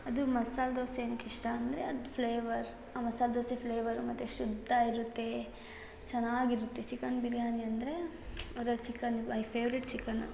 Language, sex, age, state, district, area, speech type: Kannada, female, 18-30, Karnataka, Hassan, rural, spontaneous